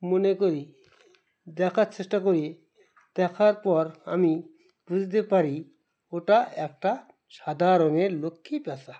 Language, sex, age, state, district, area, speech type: Bengali, male, 45-60, West Bengal, Dakshin Dinajpur, urban, spontaneous